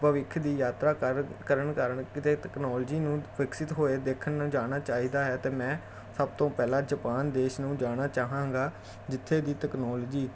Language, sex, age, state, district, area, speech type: Punjabi, male, 30-45, Punjab, Jalandhar, urban, spontaneous